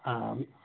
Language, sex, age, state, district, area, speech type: Urdu, male, 45-60, Bihar, Saharsa, rural, conversation